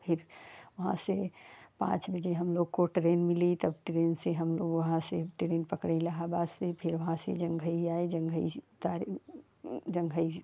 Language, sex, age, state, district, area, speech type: Hindi, female, 45-60, Uttar Pradesh, Jaunpur, rural, spontaneous